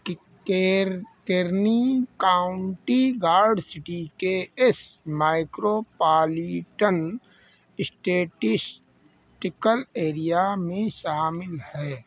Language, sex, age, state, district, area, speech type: Hindi, male, 60+, Uttar Pradesh, Sitapur, rural, read